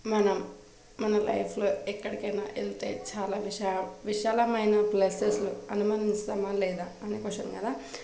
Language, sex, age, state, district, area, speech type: Telugu, female, 18-30, Telangana, Nalgonda, urban, spontaneous